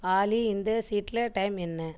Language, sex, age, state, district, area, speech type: Tamil, female, 30-45, Tamil Nadu, Kallakurichi, rural, read